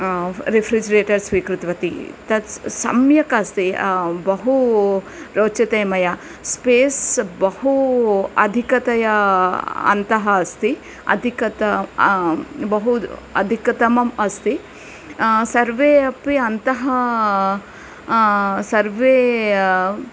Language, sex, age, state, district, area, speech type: Sanskrit, female, 45-60, Karnataka, Mysore, urban, spontaneous